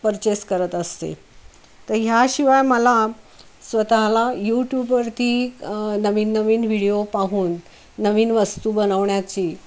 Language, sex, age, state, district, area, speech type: Marathi, female, 45-60, Maharashtra, Pune, urban, spontaneous